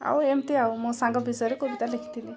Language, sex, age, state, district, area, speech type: Odia, female, 30-45, Odisha, Koraput, urban, spontaneous